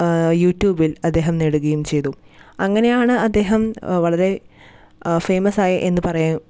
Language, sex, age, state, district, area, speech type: Malayalam, female, 18-30, Kerala, Thrissur, rural, spontaneous